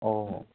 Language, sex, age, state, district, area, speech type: Bengali, male, 30-45, West Bengal, Bankura, urban, conversation